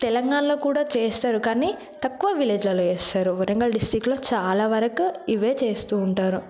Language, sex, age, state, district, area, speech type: Telugu, female, 18-30, Telangana, Yadadri Bhuvanagiri, rural, spontaneous